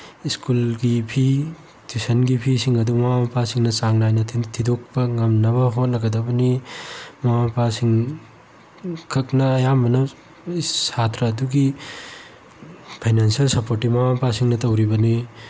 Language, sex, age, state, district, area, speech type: Manipuri, male, 18-30, Manipur, Bishnupur, rural, spontaneous